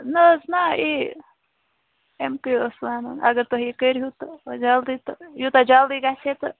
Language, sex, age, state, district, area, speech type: Kashmiri, female, 18-30, Jammu and Kashmir, Bandipora, rural, conversation